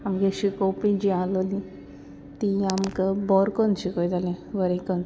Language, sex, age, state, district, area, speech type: Goan Konkani, female, 18-30, Goa, Salcete, rural, spontaneous